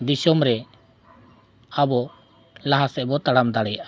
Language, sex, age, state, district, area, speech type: Santali, male, 45-60, Jharkhand, Bokaro, rural, spontaneous